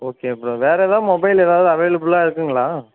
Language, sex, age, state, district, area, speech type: Tamil, male, 30-45, Tamil Nadu, Ariyalur, rural, conversation